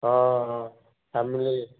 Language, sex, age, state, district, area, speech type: Odia, male, 45-60, Odisha, Sambalpur, rural, conversation